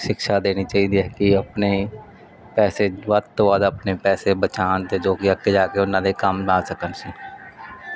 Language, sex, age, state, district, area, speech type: Punjabi, male, 30-45, Punjab, Mansa, urban, spontaneous